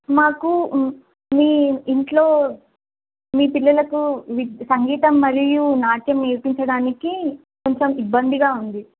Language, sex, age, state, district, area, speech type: Telugu, female, 18-30, Telangana, Narayanpet, urban, conversation